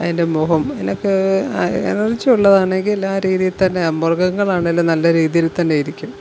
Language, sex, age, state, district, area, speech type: Malayalam, female, 45-60, Kerala, Alappuzha, rural, spontaneous